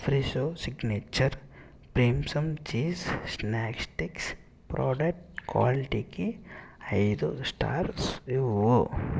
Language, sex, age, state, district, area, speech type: Telugu, male, 60+, Andhra Pradesh, Eluru, rural, read